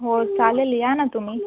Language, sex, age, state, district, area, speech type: Marathi, female, 30-45, Maharashtra, Thane, urban, conversation